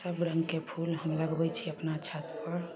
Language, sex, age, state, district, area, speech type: Maithili, female, 30-45, Bihar, Samastipur, urban, spontaneous